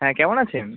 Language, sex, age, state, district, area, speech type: Bengali, male, 18-30, West Bengal, South 24 Parganas, rural, conversation